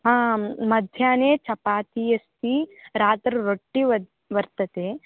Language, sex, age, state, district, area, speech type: Sanskrit, female, 18-30, Karnataka, Gadag, urban, conversation